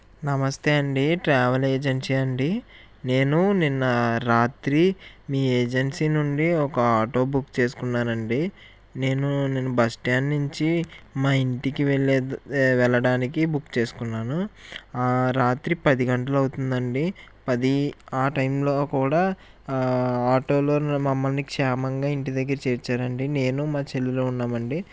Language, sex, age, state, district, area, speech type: Telugu, male, 30-45, Andhra Pradesh, Krishna, urban, spontaneous